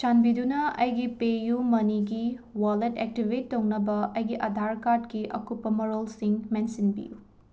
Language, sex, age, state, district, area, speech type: Manipuri, female, 18-30, Manipur, Imphal West, rural, read